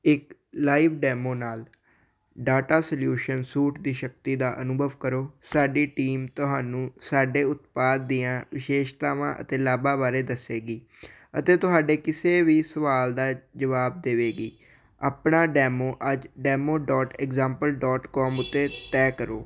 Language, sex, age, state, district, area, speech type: Punjabi, male, 18-30, Punjab, Hoshiarpur, rural, read